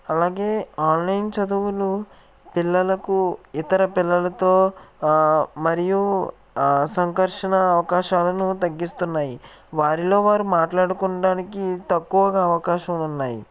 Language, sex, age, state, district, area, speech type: Telugu, male, 18-30, Andhra Pradesh, Eluru, rural, spontaneous